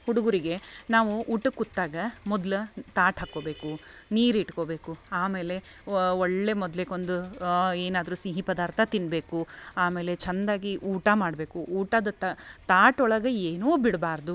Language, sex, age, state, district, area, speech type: Kannada, female, 30-45, Karnataka, Dharwad, rural, spontaneous